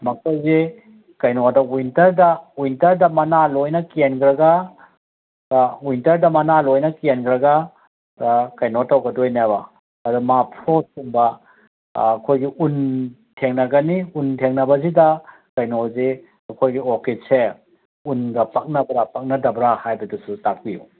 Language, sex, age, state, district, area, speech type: Manipuri, male, 45-60, Manipur, Kangpokpi, urban, conversation